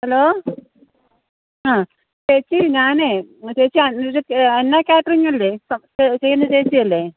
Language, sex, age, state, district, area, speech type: Malayalam, female, 45-60, Kerala, Thiruvananthapuram, urban, conversation